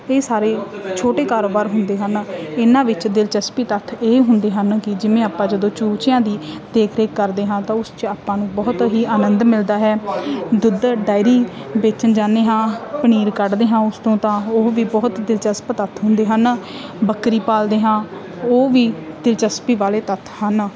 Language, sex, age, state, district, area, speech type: Punjabi, female, 18-30, Punjab, Mansa, rural, spontaneous